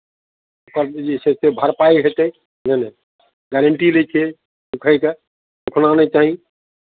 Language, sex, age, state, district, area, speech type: Maithili, male, 60+, Bihar, Madhepura, rural, conversation